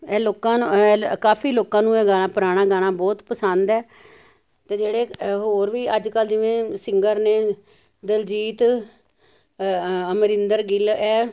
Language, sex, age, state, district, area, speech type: Punjabi, female, 60+, Punjab, Jalandhar, urban, spontaneous